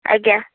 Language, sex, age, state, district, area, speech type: Odia, female, 30-45, Odisha, Bhadrak, rural, conversation